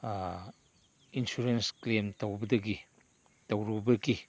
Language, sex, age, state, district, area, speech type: Manipuri, male, 60+, Manipur, Chandel, rural, spontaneous